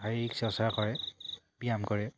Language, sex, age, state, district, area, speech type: Assamese, male, 30-45, Assam, Dibrugarh, urban, spontaneous